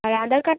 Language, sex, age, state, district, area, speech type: Bengali, female, 18-30, West Bengal, Dakshin Dinajpur, urban, conversation